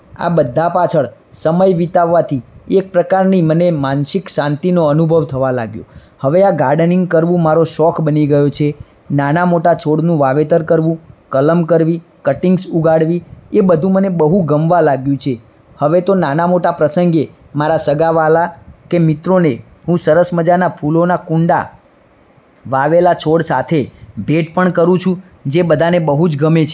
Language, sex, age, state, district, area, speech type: Gujarati, male, 18-30, Gujarat, Mehsana, rural, spontaneous